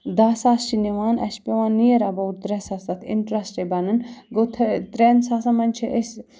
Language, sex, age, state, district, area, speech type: Kashmiri, female, 18-30, Jammu and Kashmir, Ganderbal, rural, spontaneous